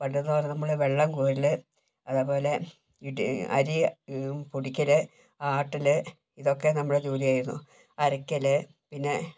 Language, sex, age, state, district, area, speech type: Malayalam, female, 60+, Kerala, Wayanad, rural, spontaneous